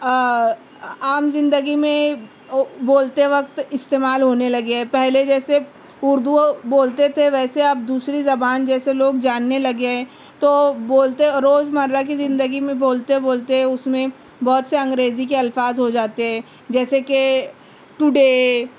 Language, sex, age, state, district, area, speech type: Urdu, female, 30-45, Maharashtra, Nashik, rural, spontaneous